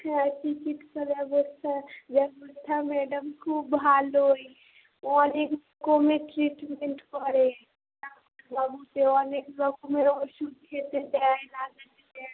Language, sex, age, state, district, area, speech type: Bengali, female, 18-30, West Bengal, Murshidabad, rural, conversation